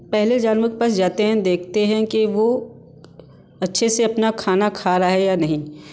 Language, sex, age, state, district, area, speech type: Hindi, female, 45-60, Uttar Pradesh, Varanasi, urban, spontaneous